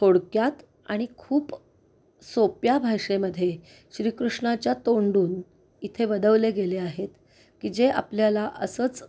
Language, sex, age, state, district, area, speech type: Marathi, female, 45-60, Maharashtra, Pune, urban, spontaneous